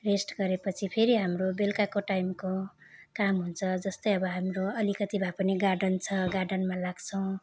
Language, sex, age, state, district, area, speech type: Nepali, female, 30-45, West Bengal, Darjeeling, rural, spontaneous